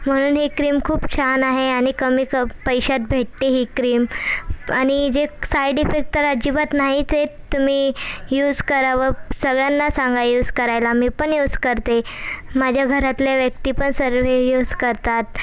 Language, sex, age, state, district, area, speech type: Marathi, female, 18-30, Maharashtra, Thane, urban, spontaneous